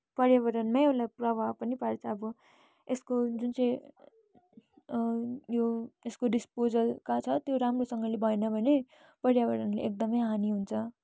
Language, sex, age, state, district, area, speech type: Nepali, female, 18-30, West Bengal, Kalimpong, rural, spontaneous